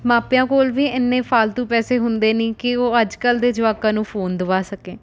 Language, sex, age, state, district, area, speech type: Punjabi, female, 18-30, Punjab, Rupnagar, urban, spontaneous